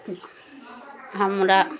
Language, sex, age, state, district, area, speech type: Maithili, female, 60+, Bihar, Samastipur, urban, spontaneous